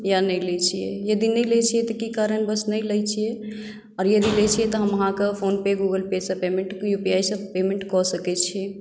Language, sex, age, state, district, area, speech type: Maithili, female, 30-45, Bihar, Madhubani, rural, spontaneous